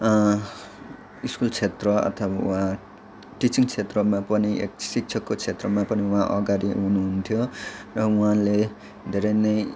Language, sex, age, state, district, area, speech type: Nepali, male, 18-30, West Bengal, Kalimpong, rural, spontaneous